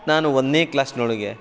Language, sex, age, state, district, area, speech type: Kannada, male, 45-60, Karnataka, Koppal, rural, spontaneous